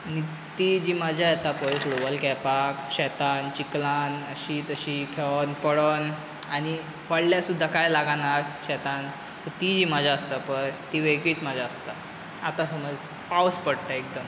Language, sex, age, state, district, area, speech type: Goan Konkani, male, 18-30, Goa, Bardez, urban, spontaneous